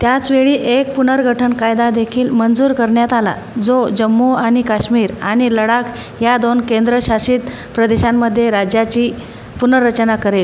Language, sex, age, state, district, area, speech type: Marathi, female, 45-60, Maharashtra, Buldhana, rural, read